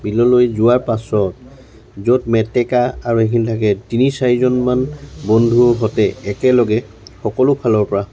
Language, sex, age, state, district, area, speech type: Assamese, male, 60+, Assam, Tinsukia, rural, spontaneous